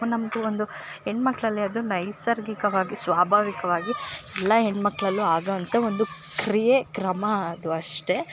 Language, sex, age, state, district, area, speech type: Kannada, female, 18-30, Karnataka, Chikkamagaluru, rural, spontaneous